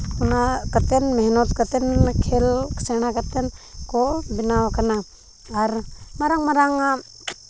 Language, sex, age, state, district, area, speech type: Santali, female, 18-30, Jharkhand, Seraikela Kharsawan, rural, spontaneous